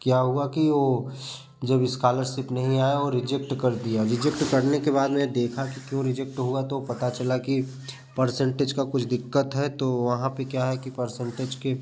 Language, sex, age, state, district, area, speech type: Hindi, male, 18-30, Uttar Pradesh, Prayagraj, rural, spontaneous